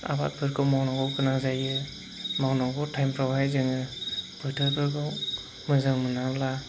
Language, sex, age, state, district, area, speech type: Bodo, male, 30-45, Assam, Chirang, rural, spontaneous